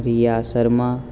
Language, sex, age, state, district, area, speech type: Gujarati, male, 18-30, Gujarat, Ahmedabad, urban, spontaneous